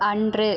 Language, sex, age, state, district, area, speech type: Tamil, female, 18-30, Tamil Nadu, Cuddalore, urban, read